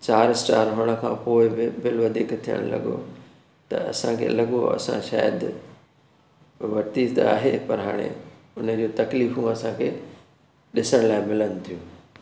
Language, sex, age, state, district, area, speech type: Sindhi, male, 60+, Maharashtra, Thane, urban, spontaneous